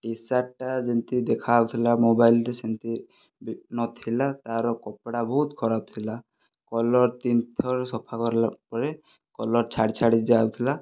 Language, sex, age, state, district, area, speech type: Odia, male, 30-45, Odisha, Kandhamal, rural, spontaneous